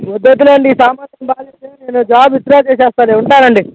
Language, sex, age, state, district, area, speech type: Telugu, male, 18-30, Andhra Pradesh, Bapatla, rural, conversation